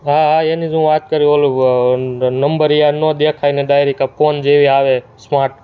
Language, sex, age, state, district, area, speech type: Gujarati, male, 18-30, Gujarat, Surat, rural, spontaneous